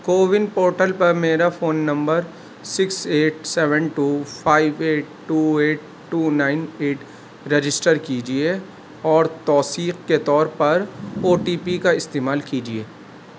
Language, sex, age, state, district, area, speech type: Urdu, male, 30-45, Delhi, Central Delhi, urban, read